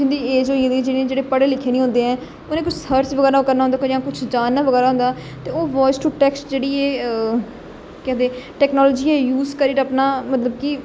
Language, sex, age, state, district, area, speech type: Dogri, female, 18-30, Jammu and Kashmir, Jammu, urban, spontaneous